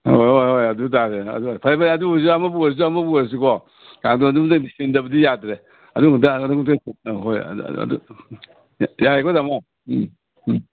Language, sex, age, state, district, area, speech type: Manipuri, male, 60+, Manipur, Imphal East, rural, conversation